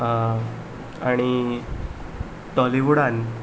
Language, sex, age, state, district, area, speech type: Goan Konkani, male, 18-30, Goa, Ponda, rural, spontaneous